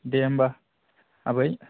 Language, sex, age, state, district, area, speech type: Bodo, male, 18-30, Assam, Kokrajhar, urban, conversation